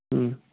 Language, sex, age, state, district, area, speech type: Manipuri, male, 18-30, Manipur, Kangpokpi, urban, conversation